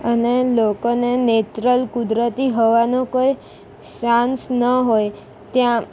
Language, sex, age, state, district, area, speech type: Gujarati, female, 18-30, Gujarat, Valsad, rural, spontaneous